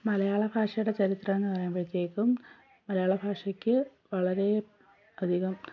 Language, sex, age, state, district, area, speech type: Malayalam, female, 18-30, Kerala, Kozhikode, rural, spontaneous